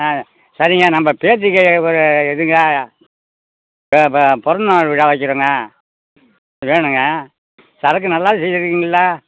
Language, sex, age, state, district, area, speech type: Tamil, male, 60+, Tamil Nadu, Ariyalur, rural, conversation